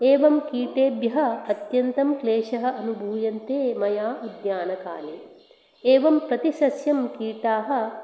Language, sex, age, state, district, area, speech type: Sanskrit, female, 45-60, Karnataka, Dakshina Kannada, rural, spontaneous